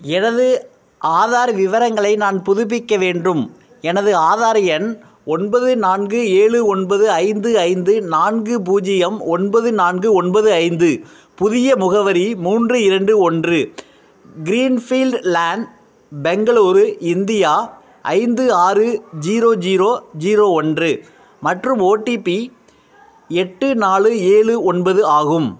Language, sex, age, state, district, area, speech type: Tamil, male, 45-60, Tamil Nadu, Thanjavur, rural, read